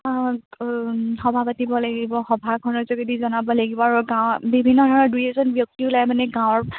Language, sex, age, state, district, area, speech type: Assamese, female, 18-30, Assam, Dibrugarh, rural, conversation